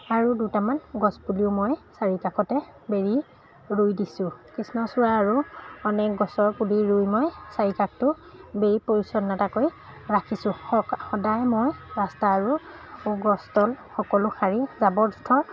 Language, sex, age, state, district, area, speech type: Assamese, female, 30-45, Assam, Golaghat, urban, spontaneous